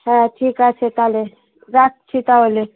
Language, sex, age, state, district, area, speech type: Bengali, female, 30-45, West Bengal, Darjeeling, urban, conversation